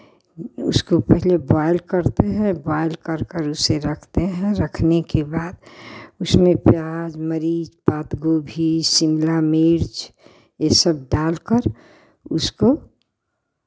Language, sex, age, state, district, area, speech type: Hindi, female, 60+, Uttar Pradesh, Chandauli, urban, spontaneous